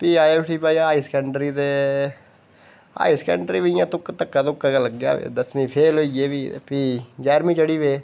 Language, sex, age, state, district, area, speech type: Dogri, male, 30-45, Jammu and Kashmir, Udhampur, rural, spontaneous